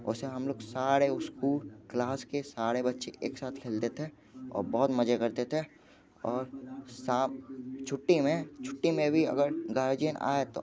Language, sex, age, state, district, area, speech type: Hindi, male, 18-30, Bihar, Muzaffarpur, rural, spontaneous